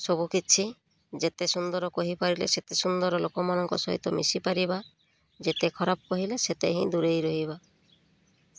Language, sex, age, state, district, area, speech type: Odia, female, 45-60, Odisha, Malkangiri, urban, spontaneous